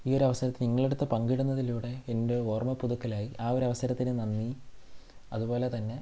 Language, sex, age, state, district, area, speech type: Malayalam, male, 18-30, Kerala, Thiruvananthapuram, rural, spontaneous